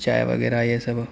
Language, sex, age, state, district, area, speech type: Urdu, male, 18-30, Delhi, Central Delhi, urban, spontaneous